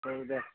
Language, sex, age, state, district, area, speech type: Bodo, male, 60+, Assam, Kokrajhar, rural, conversation